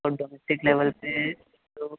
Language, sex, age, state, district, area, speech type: Hindi, male, 18-30, Madhya Pradesh, Betul, urban, conversation